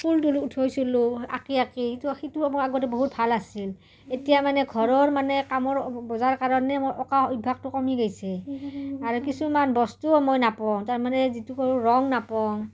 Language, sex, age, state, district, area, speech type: Assamese, female, 45-60, Assam, Udalguri, rural, spontaneous